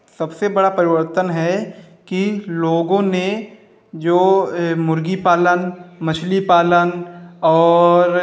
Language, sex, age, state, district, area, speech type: Hindi, male, 30-45, Uttar Pradesh, Hardoi, rural, spontaneous